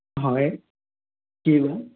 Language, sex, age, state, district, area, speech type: Assamese, male, 18-30, Assam, Udalguri, rural, conversation